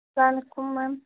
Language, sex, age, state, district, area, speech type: Urdu, female, 18-30, Uttar Pradesh, Balrampur, rural, conversation